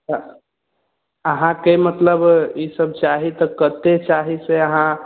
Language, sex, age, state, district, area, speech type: Maithili, male, 45-60, Bihar, Sitamarhi, rural, conversation